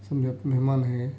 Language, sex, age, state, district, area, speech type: Urdu, male, 45-60, Telangana, Hyderabad, urban, spontaneous